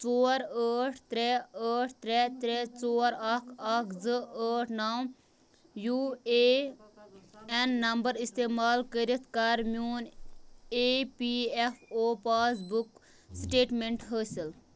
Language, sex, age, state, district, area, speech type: Kashmiri, female, 18-30, Jammu and Kashmir, Bandipora, rural, read